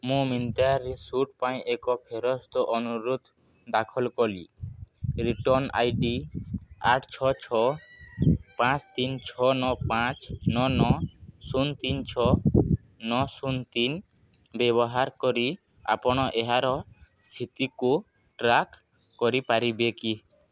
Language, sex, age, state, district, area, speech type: Odia, male, 18-30, Odisha, Nuapada, urban, read